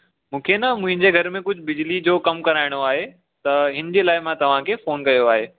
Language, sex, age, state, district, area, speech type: Sindhi, male, 18-30, Delhi, South Delhi, urban, conversation